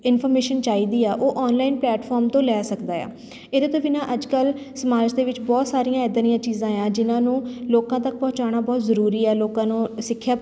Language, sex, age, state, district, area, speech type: Punjabi, female, 30-45, Punjab, Shaheed Bhagat Singh Nagar, urban, spontaneous